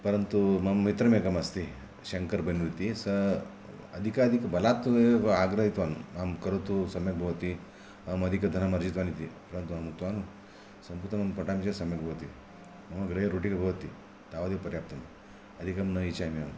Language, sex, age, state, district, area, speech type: Sanskrit, male, 60+, Karnataka, Vijayapura, urban, spontaneous